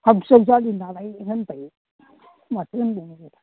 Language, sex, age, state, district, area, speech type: Bodo, female, 60+, Assam, Kokrajhar, rural, conversation